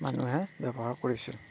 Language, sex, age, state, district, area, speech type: Assamese, male, 45-60, Assam, Darrang, rural, spontaneous